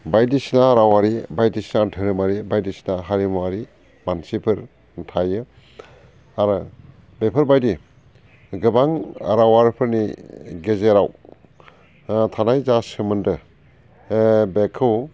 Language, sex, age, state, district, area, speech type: Bodo, male, 45-60, Assam, Baksa, urban, spontaneous